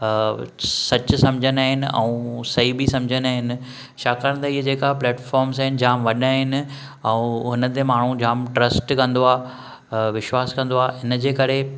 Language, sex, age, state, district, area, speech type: Sindhi, male, 30-45, Maharashtra, Thane, urban, spontaneous